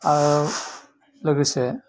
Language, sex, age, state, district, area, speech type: Bodo, male, 60+, Assam, Udalguri, urban, spontaneous